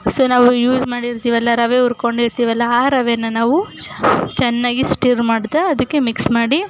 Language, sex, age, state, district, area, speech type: Kannada, female, 18-30, Karnataka, Chamarajanagar, urban, spontaneous